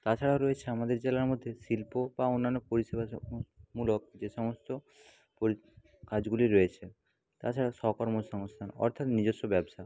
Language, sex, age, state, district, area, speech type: Bengali, male, 18-30, West Bengal, Jhargram, rural, spontaneous